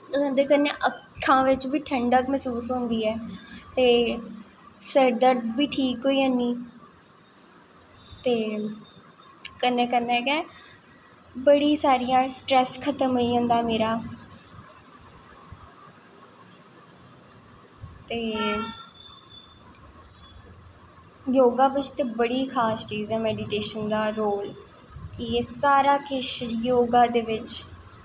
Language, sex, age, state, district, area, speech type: Dogri, female, 18-30, Jammu and Kashmir, Jammu, urban, spontaneous